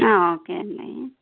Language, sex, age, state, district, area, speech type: Telugu, female, 30-45, Andhra Pradesh, Kadapa, rural, conversation